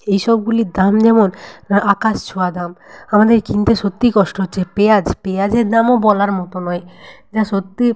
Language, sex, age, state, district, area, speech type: Bengali, female, 18-30, West Bengal, Nadia, rural, spontaneous